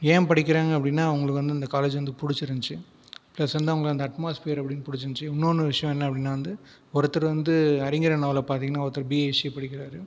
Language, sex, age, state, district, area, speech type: Tamil, male, 18-30, Tamil Nadu, Viluppuram, rural, spontaneous